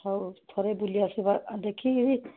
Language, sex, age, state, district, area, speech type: Odia, female, 45-60, Odisha, Sambalpur, rural, conversation